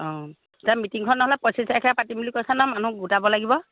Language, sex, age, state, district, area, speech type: Assamese, female, 30-45, Assam, Lakhimpur, rural, conversation